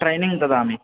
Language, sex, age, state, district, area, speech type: Sanskrit, male, 18-30, Karnataka, Yadgir, urban, conversation